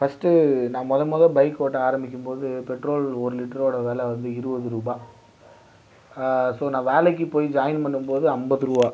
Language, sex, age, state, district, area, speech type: Tamil, male, 30-45, Tamil Nadu, Viluppuram, urban, spontaneous